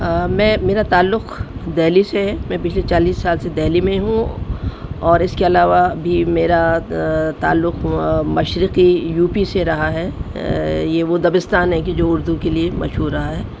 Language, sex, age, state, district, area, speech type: Urdu, female, 60+, Delhi, North East Delhi, urban, spontaneous